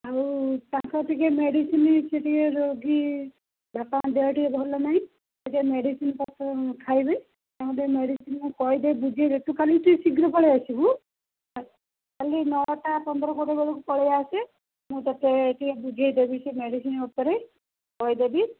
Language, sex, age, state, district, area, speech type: Odia, female, 30-45, Odisha, Cuttack, urban, conversation